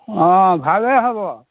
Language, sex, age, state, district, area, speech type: Assamese, male, 60+, Assam, Dhemaji, rural, conversation